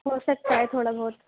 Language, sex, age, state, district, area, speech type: Urdu, female, 18-30, Uttar Pradesh, Ghaziabad, urban, conversation